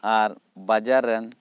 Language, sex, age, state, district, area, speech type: Santali, male, 30-45, West Bengal, Bankura, rural, spontaneous